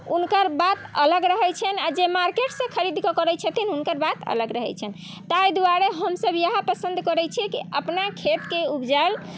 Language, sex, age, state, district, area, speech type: Maithili, female, 30-45, Bihar, Muzaffarpur, rural, spontaneous